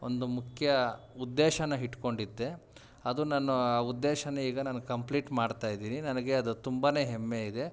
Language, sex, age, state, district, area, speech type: Kannada, male, 30-45, Karnataka, Kolar, urban, spontaneous